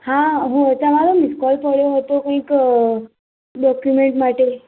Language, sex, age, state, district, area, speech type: Gujarati, female, 18-30, Gujarat, Mehsana, rural, conversation